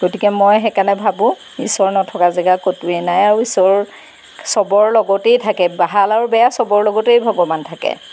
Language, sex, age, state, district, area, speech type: Assamese, female, 45-60, Assam, Golaghat, rural, spontaneous